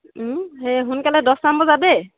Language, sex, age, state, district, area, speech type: Assamese, female, 30-45, Assam, Sivasagar, rural, conversation